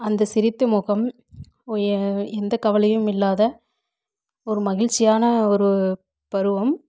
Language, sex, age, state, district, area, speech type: Tamil, female, 18-30, Tamil Nadu, Namakkal, rural, spontaneous